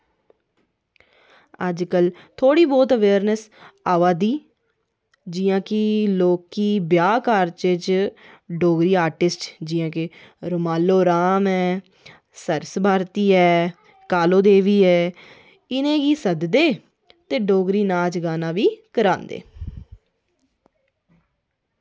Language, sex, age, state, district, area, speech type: Dogri, female, 30-45, Jammu and Kashmir, Reasi, rural, spontaneous